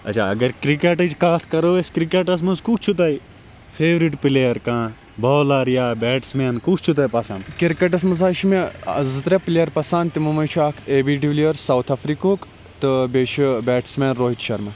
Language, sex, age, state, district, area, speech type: Kashmiri, male, 30-45, Jammu and Kashmir, Kulgam, rural, spontaneous